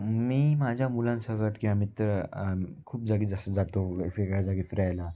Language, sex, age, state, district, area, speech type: Marathi, male, 18-30, Maharashtra, Nanded, rural, spontaneous